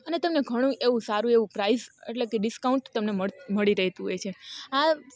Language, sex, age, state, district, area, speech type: Gujarati, female, 30-45, Gujarat, Rajkot, rural, spontaneous